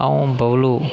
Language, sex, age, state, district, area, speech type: Dogri, male, 30-45, Jammu and Kashmir, Udhampur, rural, spontaneous